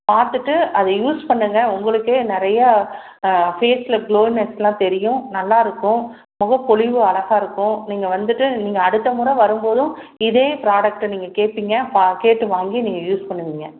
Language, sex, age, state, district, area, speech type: Tamil, female, 30-45, Tamil Nadu, Salem, urban, conversation